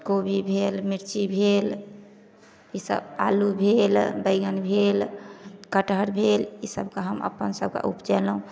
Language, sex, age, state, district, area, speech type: Maithili, female, 30-45, Bihar, Samastipur, urban, spontaneous